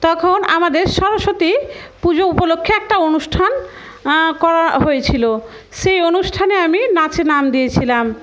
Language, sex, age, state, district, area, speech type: Bengali, female, 30-45, West Bengal, Murshidabad, rural, spontaneous